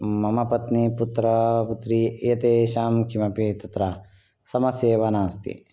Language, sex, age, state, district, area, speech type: Sanskrit, male, 45-60, Karnataka, Shimoga, urban, spontaneous